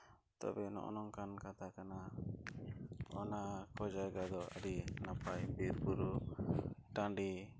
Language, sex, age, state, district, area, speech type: Santali, male, 30-45, Jharkhand, East Singhbhum, rural, spontaneous